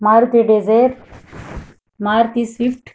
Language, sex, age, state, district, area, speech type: Telugu, female, 30-45, Andhra Pradesh, Kadapa, urban, spontaneous